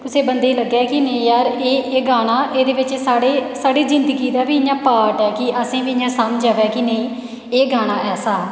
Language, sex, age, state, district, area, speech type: Dogri, female, 18-30, Jammu and Kashmir, Reasi, rural, spontaneous